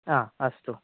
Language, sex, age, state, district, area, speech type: Sanskrit, male, 30-45, Kerala, Kasaragod, rural, conversation